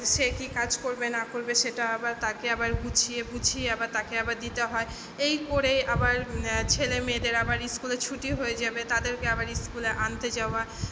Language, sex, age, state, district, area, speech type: Bengali, female, 60+, West Bengal, Purba Bardhaman, urban, spontaneous